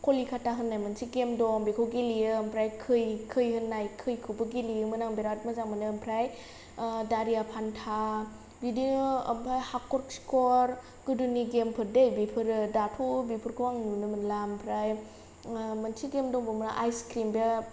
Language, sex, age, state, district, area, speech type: Bodo, female, 18-30, Assam, Kokrajhar, rural, spontaneous